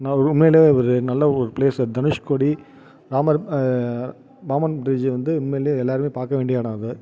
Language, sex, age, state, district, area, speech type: Tamil, male, 30-45, Tamil Nadu, Viluppuram, urban, spontaneous